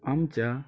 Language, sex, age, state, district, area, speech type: Marathi, male, 18-30, Maharashtra, Hingoli, urban, read